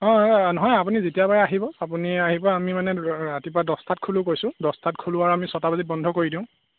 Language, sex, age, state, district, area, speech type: Assamese, male, 18-30, Assam, Golaghat, urban, conversation